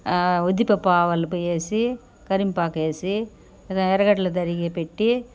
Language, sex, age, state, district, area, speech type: Telugu, female, 60+, Andhra Pradesh, Sri Balaji, urban, spontaneous